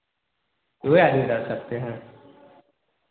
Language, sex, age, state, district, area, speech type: Hindi, male, 18-30, Bihar, Vaishali, rural, conversation